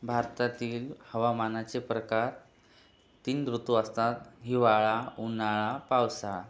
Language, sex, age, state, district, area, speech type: Marathi, other, 18-30, Maharashtra, Buldhana, urban, spontaneous